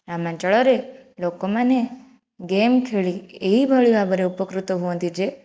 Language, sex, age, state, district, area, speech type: Odia, female, 30-45, Odisha, Jajpur, rural, spontaneous